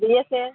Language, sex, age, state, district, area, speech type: Bengali, female, 30-45, West Bengal, Birbhum, urban, conversation